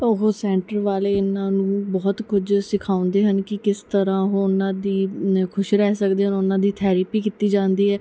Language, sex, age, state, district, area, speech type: Punjabi, female, 18-30, Punjab, Mansa, urban, spontaneous